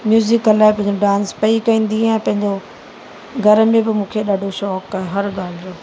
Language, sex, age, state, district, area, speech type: Sindhi, female, 45-60, Uttar Pradesh, Lucknow, rural, spontaneous